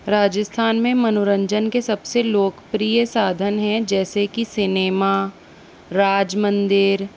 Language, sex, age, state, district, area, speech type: Hindi, female, 18-30, Rajasthan, Jaipur, urban, spontaneous